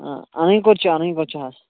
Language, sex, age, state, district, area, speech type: Kashmiri, male, 18-30, Jammu and Kashmir, Kulgam, rural, conversation